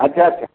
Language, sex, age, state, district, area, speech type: Hindi, male, 60+, Bihar, Muzaffarpur, rural, conversation